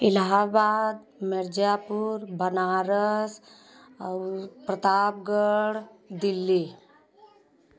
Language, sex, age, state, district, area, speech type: Hindi, female, 45-60, Uttar Pradesh, Prayagraj, rural, spontaneous